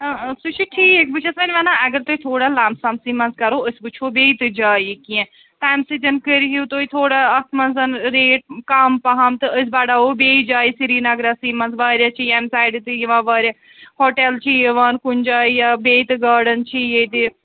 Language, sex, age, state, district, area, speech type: Kashmiri, female, 60+, Jammu and Kashmir, Srinagar, urban, conversation